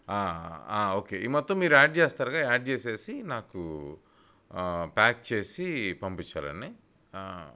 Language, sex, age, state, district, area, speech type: Telugu, male, 30-45, Andhra Pradesh, Bapatla, urban, spontaneous